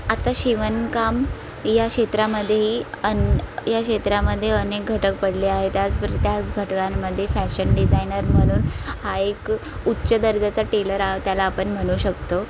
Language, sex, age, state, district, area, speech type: Marathi, female, 18-30, Maharashtra, Sindhudurg, rural, spontaneous